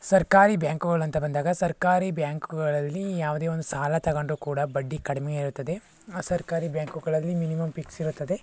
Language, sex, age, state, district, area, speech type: Kannada, male, 60+, Karnataka, Tumkur, rural, spontaneous